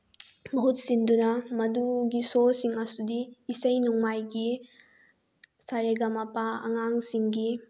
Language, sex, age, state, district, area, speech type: Manipuri, female, 18-30, Manipur, Bishnupur, rural, spontaneous